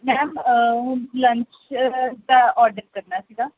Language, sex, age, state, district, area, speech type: Punjabi, female, 18-30, Punjab, Pathankot, rural, conversation